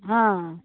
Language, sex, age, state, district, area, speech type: Maithili, female, 60+, Bihar, Muzaffarpur, urban, conversation